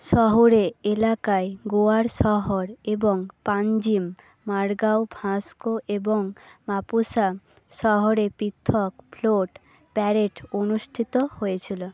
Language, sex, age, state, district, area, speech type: Bengali, female, 18-30, West Bengal, Nadia, rural, read